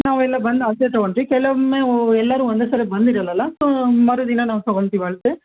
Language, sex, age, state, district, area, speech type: Kannada, female, 30-45, Karnataka, Bellary, rural, conversation